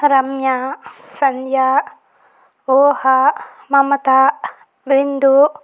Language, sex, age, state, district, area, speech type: Telugu, female, 18-30, Andhra Pradesh, Chittoor, urban, spontaneous